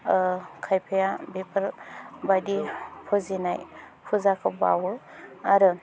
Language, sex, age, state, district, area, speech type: Bodo, female, 30-45, Assam, Udalguri, rural, spontaneous